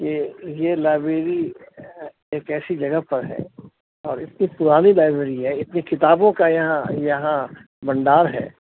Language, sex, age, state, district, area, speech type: Urdu, male, 60+, Delhi, South Delhi, urban, conversation